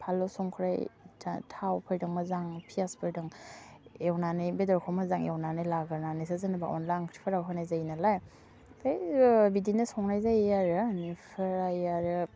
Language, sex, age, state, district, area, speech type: Bodo, female, 18-30, Assam, Udalguri, urban, spontaneous